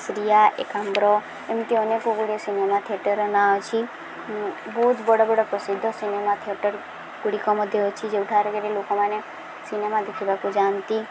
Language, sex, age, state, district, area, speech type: Odia, female, 18-30, Odisha, Subarnapur, urban, spontaneous